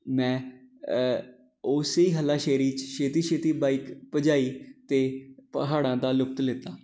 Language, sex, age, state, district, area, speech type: Punjabi, male, 18-30, Punjab, Jalandhar, urban, spontaneous